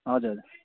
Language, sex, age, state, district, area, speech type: Nepali, male, 30-45, West Bengal, Kalimpong, rural, conversation